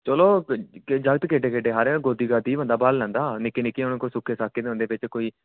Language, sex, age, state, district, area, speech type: Dogri, male, 18-30, Jammu and Kashmir, Reasi, rural, conversation